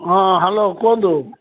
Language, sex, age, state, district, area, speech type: Odia, male, 60+, Odisha, Gajapati, rural, conversation